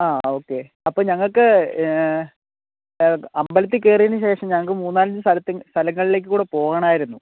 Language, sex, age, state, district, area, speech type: Malayalam, male, 18-30, Kerala, Kottayam, rural, conversation